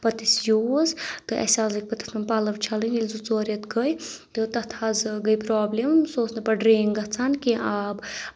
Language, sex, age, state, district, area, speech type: Kashmiri, female, 30-45, Jammu and Kashmir, Anantnag, rural, spontaneous